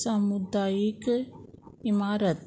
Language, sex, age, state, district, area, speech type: Goan Konkani, female, 30-45, Goa, Murmgao, rural, spontaneous